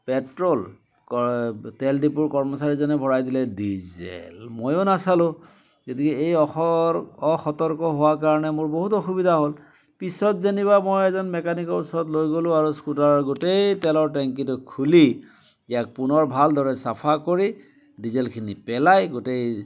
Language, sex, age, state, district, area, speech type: Assamese, male, 60+, Assam, Biswanath, rural, spontaneous